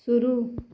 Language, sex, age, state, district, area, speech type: Hindi, female, 30-45, Uttar Pradesh, Pratapgarh, rural, read